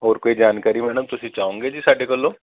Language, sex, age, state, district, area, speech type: Punjabi, male, 30-45, Punjab, Kapurthala, urban, conversation